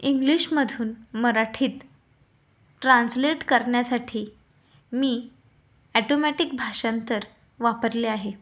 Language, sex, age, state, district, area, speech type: Marathi, female, 18-30, Maharashtra, Pune, rural, spontaneous